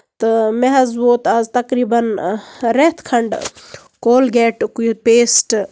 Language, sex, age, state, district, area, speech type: Kashmiri, female, 30-45, Jammu and Kashmir, Baramulla, rural, spontaneous